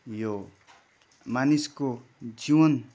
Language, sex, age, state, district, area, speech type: Nepali, male, 30-45, West Bengal, Kalimpong, rural, spontaneous